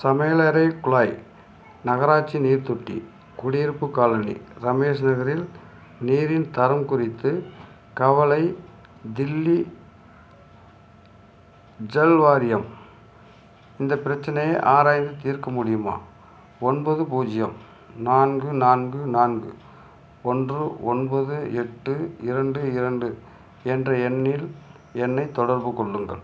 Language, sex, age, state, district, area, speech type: Tamil, male, 45-60, Tamil Nadu, Madurai, rural, read